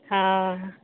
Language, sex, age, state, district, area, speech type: Maithili, female, 30-45, Bihar, Samastipur, urban, conversation